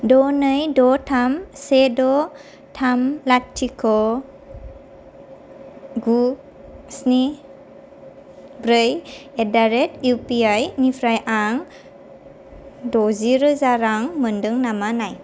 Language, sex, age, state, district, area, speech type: Bodo, female, 18-30, Assam, Kokrajhar, rural, read